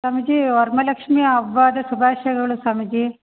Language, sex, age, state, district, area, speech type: Kannada, female, 30-45, Karnataka, Chitradurga, urban, conversation